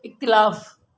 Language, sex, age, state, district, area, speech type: Sindhi, female, 60+, Delhi, South Delhi, urban, read